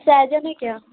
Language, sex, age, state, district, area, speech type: Hindi, female, 18-30, Uttar Pradesh, Azamgarh, urban, conversation